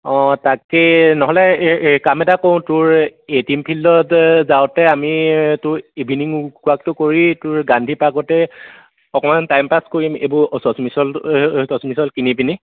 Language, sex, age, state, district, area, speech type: Assamese, male, 18-30, Assam, Lakhimpur, urban, conversation